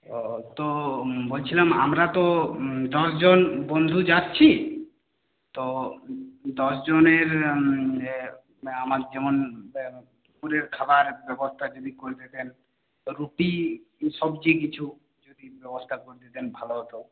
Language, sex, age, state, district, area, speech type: Bengali, male, 60+, West Bengal, Purulia, rural, conversation